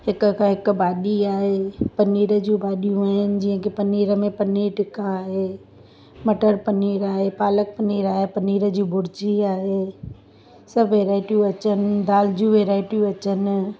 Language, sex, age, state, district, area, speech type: Sindhi, female, 30-45, Gujarat, Surat, urban, spontaneous